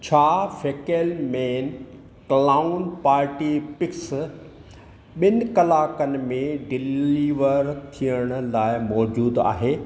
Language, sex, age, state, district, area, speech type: Sindhi, male, 60+, Maharashtra, Thane, urban, read